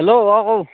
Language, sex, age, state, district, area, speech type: Assamese, male, 30-45, Assam, Darrang, rural, conversation